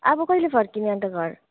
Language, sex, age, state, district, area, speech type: Nepali, female, 30-45, West Bengal, Darjeeling, rural, conversation